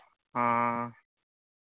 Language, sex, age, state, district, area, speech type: Santali, male, 45-60, Odisha, Mayurbhanj, rural, conversation